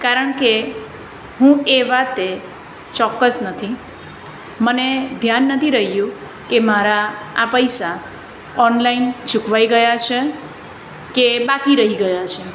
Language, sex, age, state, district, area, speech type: Gujarati, female, 30-45, Gujarat, Surat, urban, spontaneous